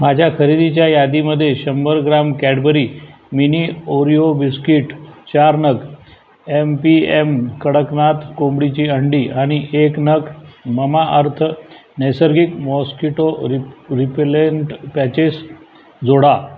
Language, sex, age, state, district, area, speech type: Marathi, male, 60+, Maharashtra, Buldhana, rural, read